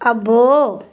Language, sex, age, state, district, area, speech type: Telugu, female, 60+, Andhra Pradesh, West Godavari, rural, read